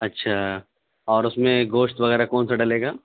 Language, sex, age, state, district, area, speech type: Urdu, male, 18-30, Delhi, Central Delhi, urban, conversation